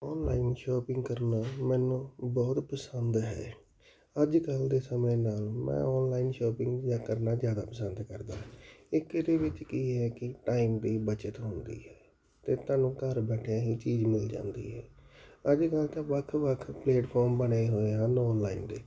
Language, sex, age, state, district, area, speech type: Punjabi, male, 45-60, Punjab, Tarn Taran, urban, spontaneous